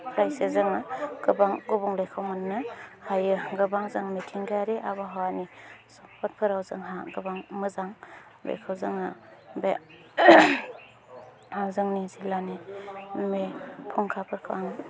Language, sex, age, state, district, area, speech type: Bodo, female, 30-45, Assam, Udalguri, rural, spontaneous